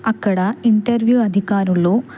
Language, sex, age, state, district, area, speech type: Telugu, female, 18-30, Telangana, Kamareddy, urban, spontaneous